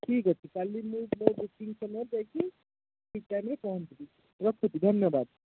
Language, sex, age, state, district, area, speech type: Odia, male, 45-60, Odisha, Khordha, rural, conversation